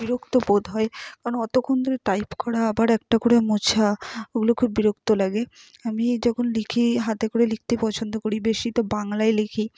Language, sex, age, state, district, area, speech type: Bengali, female, 45-60, West Bengal, Purba Bardhaman, rural, spontaneous